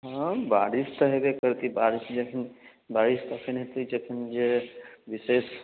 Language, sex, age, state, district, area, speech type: Maithili, male, 45-60, Bihar, Madhubani, urban, conversation